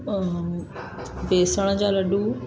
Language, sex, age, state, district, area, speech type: Sindhi, female, 45-60, Uttar Pradesh, Lucknow, urban, spontaneous